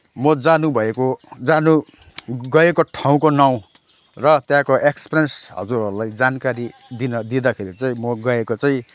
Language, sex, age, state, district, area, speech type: Nepali, male, 30-45, West Bengal, Kalimpong, rural, spontaneous